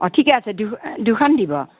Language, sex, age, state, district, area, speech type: Assamese, female, 60+, Assam, Darrang, rural, conversation